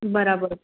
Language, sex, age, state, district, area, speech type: Sindhi, female, 30-45, Maharashtra, Mumbai Suburban, urban, conversation